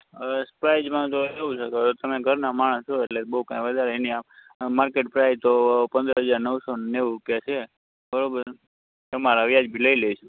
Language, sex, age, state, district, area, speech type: Gujarati, male, 18-30, Gujarat, Morbi, rural, conversation